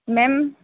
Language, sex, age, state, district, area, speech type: Hindi, female, 18-30, Madhya Pradesh, Harda, urban, conversation